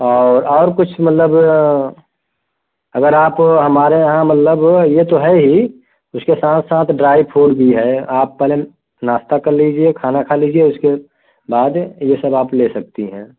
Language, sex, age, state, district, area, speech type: Hindi, male, 30-45, Uttar Pradesh, Prayagraj, urban, conversation